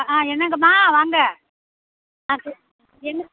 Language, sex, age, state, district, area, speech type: Tamil, female, 60+, Tamil Nadu, Pudukkottai, rural, conversation